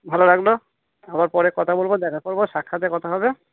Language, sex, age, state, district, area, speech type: Bengali, male, 60+, West Bengal, Purba Bardhaman, urban, conversation